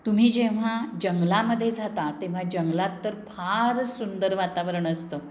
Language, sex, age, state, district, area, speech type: Marathi, female, 60+, Maharashtra, Pune, urban, spontaneous